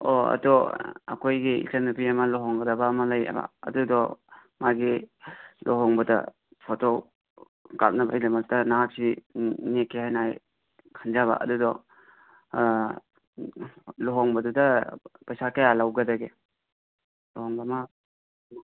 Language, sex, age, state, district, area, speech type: Manipuri, male, 18-30, Manipur, Imphal West, rural, conversation